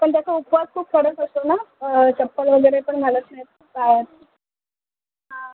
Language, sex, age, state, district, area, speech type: Marathi, female, 18-30, Maharashtra, Solapur, urban, conversation